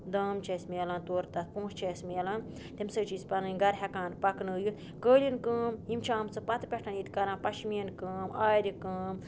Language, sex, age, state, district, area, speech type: Kashmiri, female, 30-45, Jammu and Kashmir, Budgam, rural, spontaneous